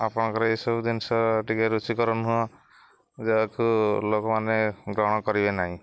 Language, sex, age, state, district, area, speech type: Odia, male, 45-60, Odisha, Jagatsinghpur, rural, spontaneous